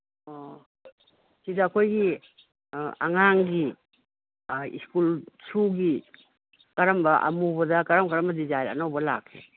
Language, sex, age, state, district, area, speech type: Manipuri, female, 60+, Manipur, Imphal West, urban, conversation